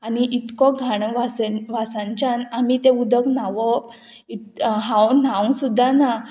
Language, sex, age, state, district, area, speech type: Goan Konkani, female, 18-30, Goa, Murmgao, urban, spontaneous